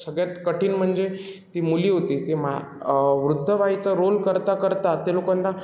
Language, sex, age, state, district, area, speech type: Marathi, male, 18-30, Maharashtra, Sindhudurg, rural, spontaneous